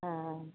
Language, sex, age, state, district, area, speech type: Marathi, female, 45-60, Maharashtra, Nagpur, urban, conversation